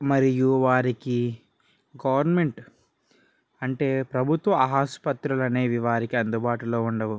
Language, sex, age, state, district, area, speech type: Telugu, male, 18-30, Andhra Pradesh, Srikakulam, urban, spontaneous